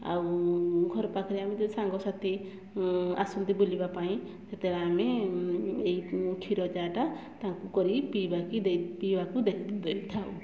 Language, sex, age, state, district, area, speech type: Odia, female, 30-45, Odisha, Mayurbhanj, rural, spontaneous